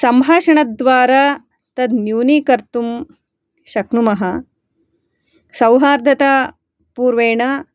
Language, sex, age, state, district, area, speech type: Sanskrit, female, 30-45, Karnataka, Shimoga, rural, spontaneous